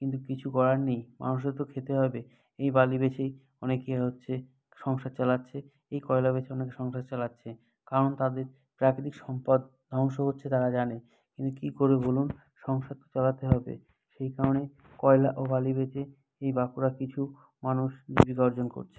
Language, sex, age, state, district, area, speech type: Bengali, male, 45-60, West Bengal, Bankura, urban, spontaneous